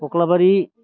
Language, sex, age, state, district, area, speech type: Bodo, male, 60+, Assam, Baksa, urban, spontaneous